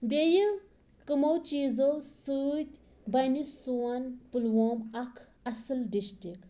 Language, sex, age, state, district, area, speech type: Kashmiri, female, 18-30, Jammu and Kashmir, Pulwama, rural, spontaneous